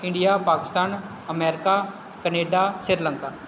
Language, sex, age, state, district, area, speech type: Punjabi, male, 30-45, Punjab, Pathankot, rural, spontaneous